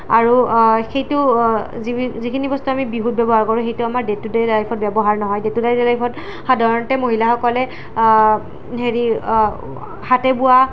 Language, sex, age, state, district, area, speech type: Assamese, female, 18-30, Assam, Nalbari, rural, spontaneous